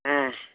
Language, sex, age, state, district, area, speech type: Tamil, female, 60+, Tamil Nadu, Tiruchirappalli, rural, conversation